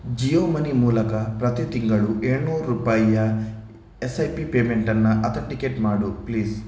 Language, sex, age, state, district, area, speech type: Kannada, male, 18-30, Karnataka, Shimoga, rural, read